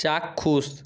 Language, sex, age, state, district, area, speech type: Bengali, male, 60+, West Bengal, Purba Medinipur, rural, read